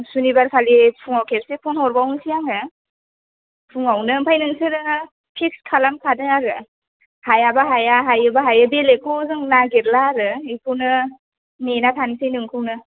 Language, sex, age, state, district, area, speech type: Bodo, female, 18-30, Assam, Baksa, rural, conversation